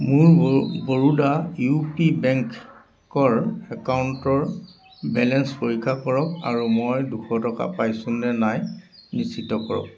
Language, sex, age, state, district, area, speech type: Assamese, male, 60+, Assam, Dibrugarh, urban, read